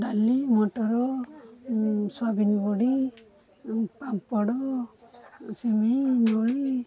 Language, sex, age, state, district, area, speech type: Odia, female, 45-60, Odisha, Balasore, rural, spontaneous